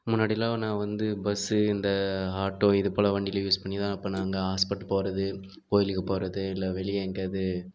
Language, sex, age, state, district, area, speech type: Tamil, male, 30-45, Tamil Nadu, Viluppuram, urban, spontaneous